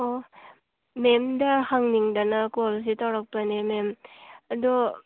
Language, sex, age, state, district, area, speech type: Manipuri, female, 18-30, Manipur, Churachandpur, rural, conversation